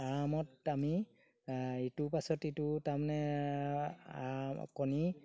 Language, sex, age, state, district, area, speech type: Assamese, male, 60+, Assam, Golaghat, rural, spontaneous